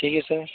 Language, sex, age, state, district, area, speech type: Hindi, male, 30-45, Uttar Pradesh, Mirzapur, rural, conversation